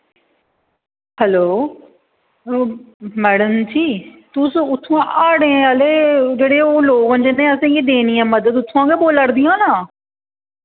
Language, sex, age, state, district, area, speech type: Dogri, female, 30-45, Jammu and Kashmir, Jammu, urban, conversation